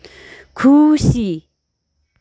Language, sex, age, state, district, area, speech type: Nepali, female, 45-60, West Bengal, Darjeeling, rural, read